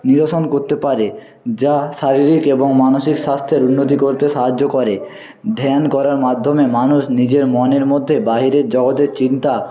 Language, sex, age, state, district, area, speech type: Bengali, male, 45-60, West Bengal, Jhargram, rural, spontaneous